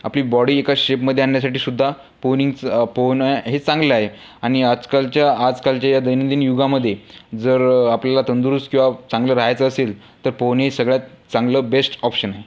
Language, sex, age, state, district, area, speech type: Marathi, male, 18-30, Maharashtra, Washim, rural, spontaneous